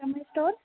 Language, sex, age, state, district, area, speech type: Marathi, female, 30-45, Maharashtra, Mumbai Suburban, urban, conversation